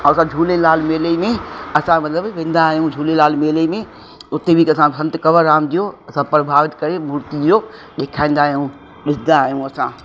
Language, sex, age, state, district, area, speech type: Sindhi, female, 60+, Uttar Pradesh, Lucknow, urban, spontaneous